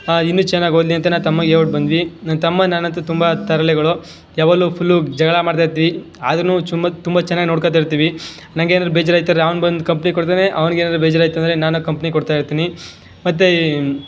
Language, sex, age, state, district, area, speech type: Kannada, male, 18-30, Karnataka, Chamarajanagar, rural, spontaneous